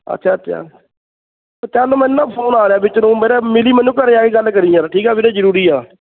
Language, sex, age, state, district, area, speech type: Punjabi, male, 30-45, Punjab, Fatehgarh Sahib, rural, conversation